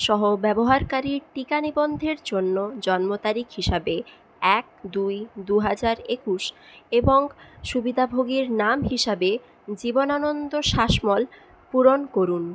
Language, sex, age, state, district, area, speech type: Bengali, female, 30-45, West Bengal, Purulia, rural, read